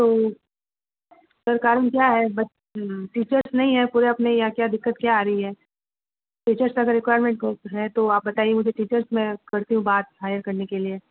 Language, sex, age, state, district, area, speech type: Hindi, female, 60+, Rajasthan, Jodhpur, urban, conversation